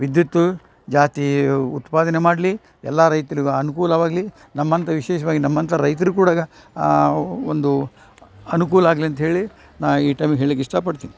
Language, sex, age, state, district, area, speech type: Kannada, male, 60+, Karnataka, Dharwad, rural, spontaneous